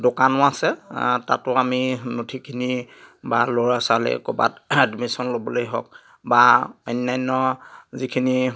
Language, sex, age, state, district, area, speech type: Assamese, male, 45-60, Assam, Dhemaji, rural, spontaneous